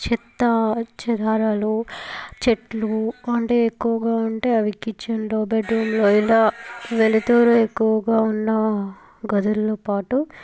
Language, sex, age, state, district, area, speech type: Telugu, female, 18-30, Telangana, Mancherial, rural, spontaneous